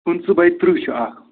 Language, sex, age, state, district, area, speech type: Kashmiri, male, 30-45, Jammu and Kashmir, Bandipora, rural, conversation